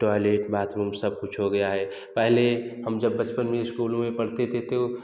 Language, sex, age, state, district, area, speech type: Hindi, male, 18-30, Uttar Pradesh, Jaunpur, urban, spontaneous